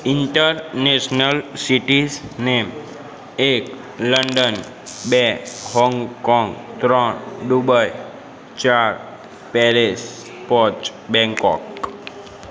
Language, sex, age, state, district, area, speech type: Gujarati, male, 18-30, Gujarat, Aravalli, urban, spontaneous